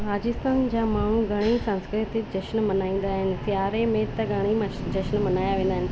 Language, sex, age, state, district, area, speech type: Sindhi, female, 30-45, Rajasthan, Ajmer, urban, spontaneous